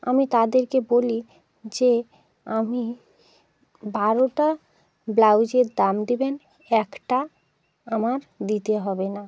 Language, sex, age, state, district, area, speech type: Bengali, female, 45-60, West Bengal, Hooghly, urban, spontaneous